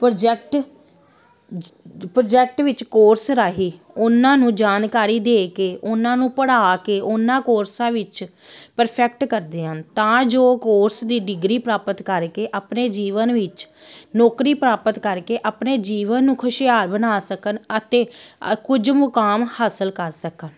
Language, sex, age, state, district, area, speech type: Punjabi, female, 30-45, Punjab, Amritsar, urban, spontaneous